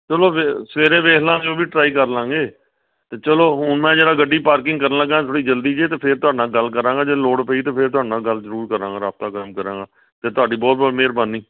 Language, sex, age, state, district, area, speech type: Punjabi, male, 45-60, Punjab, Amritsar, urban, conversation